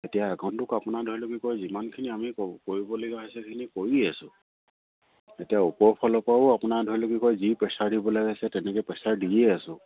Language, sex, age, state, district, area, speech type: Assamese, male, 30-45, Assam, Sivasagar, rural, conversation